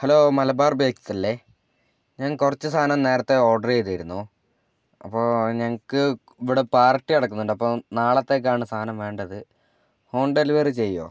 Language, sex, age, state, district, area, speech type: Malayalam, male, 30-45, Kerala, Wayanad, rural, spontaneous